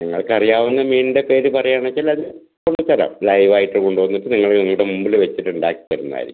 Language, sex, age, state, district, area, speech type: Malayalam, male, 60+, Kerala, Palakkad, rural, conversation